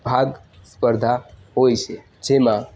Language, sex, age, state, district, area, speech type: Gujarati, male, 18-30, Gujarat, Narmada, rural, spontaneous